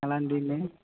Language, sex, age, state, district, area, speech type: Telugu, male, 30-45, Andhra Pradesh, Konaseema, rural, conversation